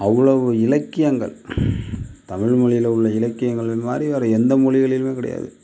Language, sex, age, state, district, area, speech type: Tamil, male, 30-45, Tamil Nadu, Mayiladuthurai, rural, spontaneous